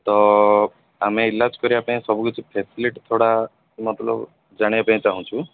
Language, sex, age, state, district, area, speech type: Odia, male, 18-30, Odisha, Sundergarh, urban, conversation